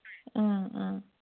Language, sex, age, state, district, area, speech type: Manipuri, female, 30-45, Manipur, Kangpokpi, urban, conversation